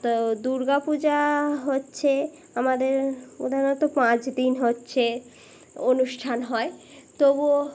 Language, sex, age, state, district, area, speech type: Bengali, female, 18-30, West Bengal, Birbhum, urban, spontaneous